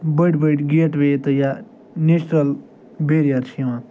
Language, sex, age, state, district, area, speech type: Kashmiri, male, 30-45, Jammu and Kashmir, Ganderbal, rural, spontaneous